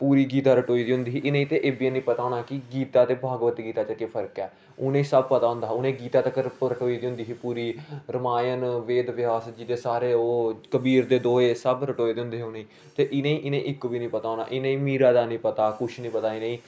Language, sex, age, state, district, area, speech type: Dogri, male, 18-30, Jammu and Kashmir, Samba, rural, spontaneous